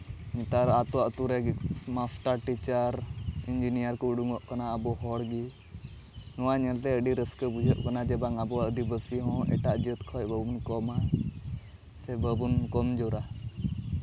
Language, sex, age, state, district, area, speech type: Santali, male, 18-30, West Bengal, Malda, rural, spontaneous